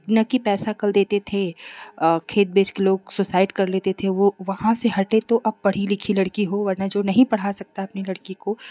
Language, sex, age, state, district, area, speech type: Hindi, female, 30-45, Uttar Pradesh, Chandauli, urban, spontaneous